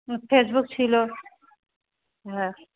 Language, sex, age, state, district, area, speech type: Bengali, female, 30-45, West Bengal, Hooghly, urban, conversation